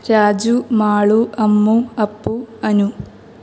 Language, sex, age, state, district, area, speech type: Malayalam, female, 18-30, Kerala, Thrissur, rural, spontaneous